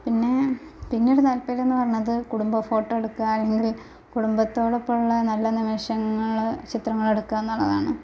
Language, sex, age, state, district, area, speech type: Malayalam, female, 18-30, Kerala, Malappuram, rural, spontaneous